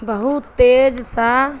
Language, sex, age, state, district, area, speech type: Urdu, female, 60+, Bihar, Darbhanga, rural, spontaneous